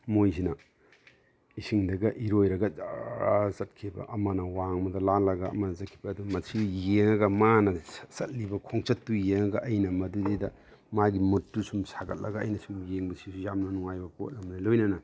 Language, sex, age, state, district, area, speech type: Manipuri, male, 60+, Manipur, Imphal East, rural, spontaneous